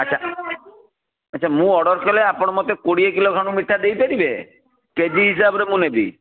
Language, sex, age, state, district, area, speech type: Odia, male, 30-45, Odisha, Bhadrak, rural, conversation